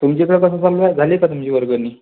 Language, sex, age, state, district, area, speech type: Marathi, male, 18-30, Maharashtra, Amravati, urban, conversation